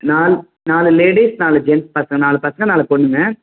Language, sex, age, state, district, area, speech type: Tamil, male, 18-30, Tamil Nadu, Dharmapuri, rural, conversation